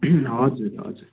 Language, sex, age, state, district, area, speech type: Nepali, male, 18-30, West Bengal, Darjeeling, rural, conversation